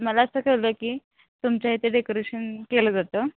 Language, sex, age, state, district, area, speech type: Marathi, female, 18-30, Maharashtra, Satara, rural, conversation